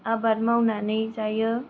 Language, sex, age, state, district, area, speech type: Bodo, female, 18-30, Assam, Kokrajhar, rural, spontaneous